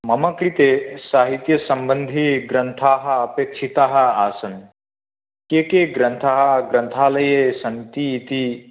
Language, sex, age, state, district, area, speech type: Sanskrit, male, 18-30, Manipur, Kangpokpi, rural, conversation